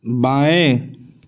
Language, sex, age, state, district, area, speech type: Hindi, male, 18-30, Uttar Pradesh, Jaunpur, urban, read